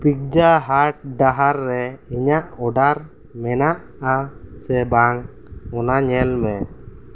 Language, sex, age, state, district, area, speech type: Santali, male, 18-30, West Bengal, Bankura, rural, read